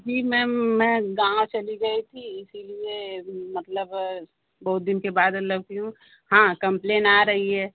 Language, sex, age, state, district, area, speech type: Hindi, female, 30-45, Uttar Pradesh, Azamgarh, rural, conversation